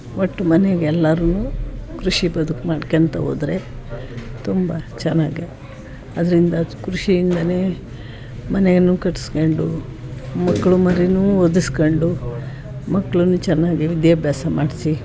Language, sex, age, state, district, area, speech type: Kannada, female, 60+, Karnataka, Chitradurga, rural, spontaneous